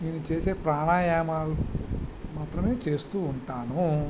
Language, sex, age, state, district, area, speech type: Telugu, male, 45-60, Andhra Pradesh, Visakhapatnam, urban, spontaneous